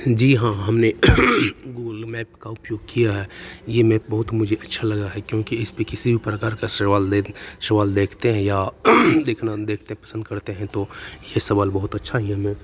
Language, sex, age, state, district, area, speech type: Hindi, male, 45-60, Bihar, Begusarai, urban, spontaneous